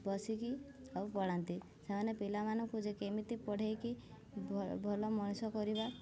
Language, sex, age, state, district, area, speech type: Odia, female, 18-30, Odisha, Mayurbhanj, rural, spontaneous